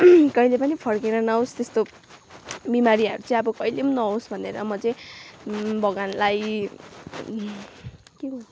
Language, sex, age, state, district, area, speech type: Nepali, female, 18-30, West Bengal, Kalimpong, rural, spontaneous